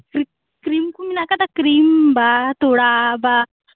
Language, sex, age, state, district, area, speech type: Santali, female, 18-30, West Bengal, Birbhum, rural, conversation